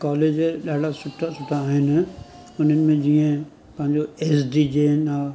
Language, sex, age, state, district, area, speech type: Sindhi, male, 45-60, Gujarat, Surat, urban, spontaneous